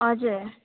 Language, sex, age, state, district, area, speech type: Nepali, female, 18-30, West Bengal, Jalpaiguri, urban, conversation